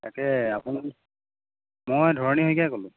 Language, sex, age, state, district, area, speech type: Assamese, male, 18-30, Assam, Lakhimpur, urban, conversation